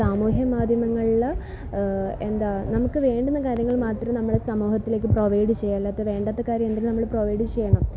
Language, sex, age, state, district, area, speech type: Malayalam, female, 18-30, Kerala, Kollam, rural, spontaneous